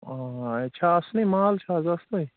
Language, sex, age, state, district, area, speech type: Kashmiri, male, 30-45, Jammu and Kashmir, Shopian, rural, conversation